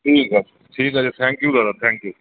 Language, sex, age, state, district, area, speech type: Bengali, male, 30-45, West Bengal, Uttar Dinajpur, urban, conversation